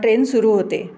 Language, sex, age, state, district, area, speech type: Marathi, female, 60+, Maharashtra, Pune, urban, spontaneous